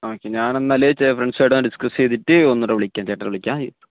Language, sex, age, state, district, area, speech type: Malayalam, male, 18-30, Kerala, Wayanad, rural, conversation